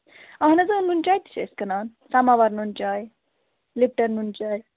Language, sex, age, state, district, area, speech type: Kashmiri, female, 18-30, Jammu and Kashmir, Bandipora, rural, conversation